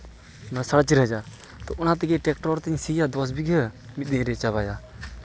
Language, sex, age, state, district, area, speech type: Santali, male, 18-30, West Bengal, Uttar Dinajpur, rural, spontaneous